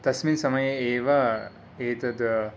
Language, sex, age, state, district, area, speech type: Sanskrit, male, 18-30, Karnataka, Mysore, urban, spontaneous